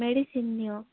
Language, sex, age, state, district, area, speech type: Odia, female, 18-30, Odisha, Koraput, urban, conversation